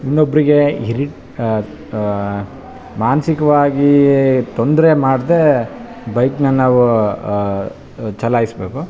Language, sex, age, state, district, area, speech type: Kannada, male, 30-45, Karnataka, Bellary, urban, spontaneous